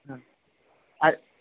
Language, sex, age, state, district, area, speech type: Bengali, male, 30-45, West Bengal, Purba Bardhaman, urban, conversation